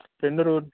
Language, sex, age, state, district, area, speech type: Telugu, male, 18-30, Telangana, Mancherial, rural, conversation